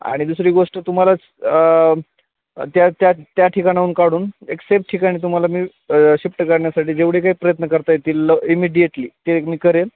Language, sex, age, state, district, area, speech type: Marathi, male, 30-45, Maharashtra, Beed, rural, conversation